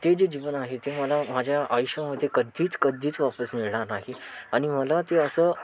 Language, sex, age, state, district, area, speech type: Marathi, male, 18-30, Maharashtra, Thane, urban, spontaneous